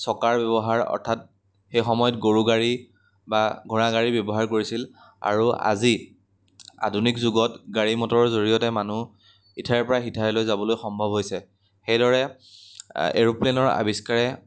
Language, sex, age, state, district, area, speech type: Assamese, male, 18-30, Assam, Majuli, rural, spontaneous